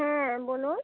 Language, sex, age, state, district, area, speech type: Bengali, female, 45-60, West Bengal, Hooghly, urban, conversation